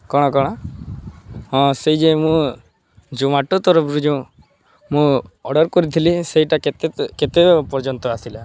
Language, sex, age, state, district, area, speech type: Odia, male, 18-30, Odisha, Balangir, urban, spontaneous